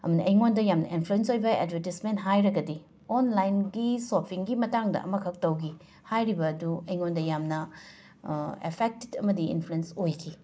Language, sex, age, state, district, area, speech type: Manipuri, female, 30-45, Manipur, Imphal West, urban, spontaneous